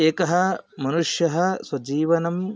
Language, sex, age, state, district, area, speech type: Sanskrit, male, 30-45, Karnataka, Chikkamagaluru, rural, spontaneous